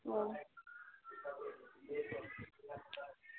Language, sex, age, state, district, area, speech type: Hindi, female, 18-30, Bihar, Vaishali, rural, conversation